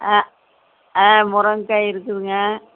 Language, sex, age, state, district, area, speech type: Tamil, female, 60+, Tamil Nadu, Erode, urban, conversation